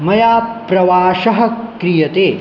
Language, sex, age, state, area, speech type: Sanskrit, male, 18-30, Bihar, rural, spontaneous